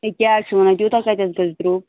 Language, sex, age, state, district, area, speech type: Kashmiri, female, 30-45, Jammu and Kashmir, Bandipora, rural, conversation